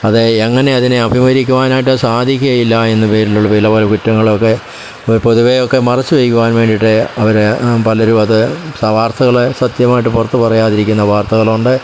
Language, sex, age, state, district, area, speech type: Malayalam, male, 60+, Kerala, Pathanamthitta, rural, spontaneous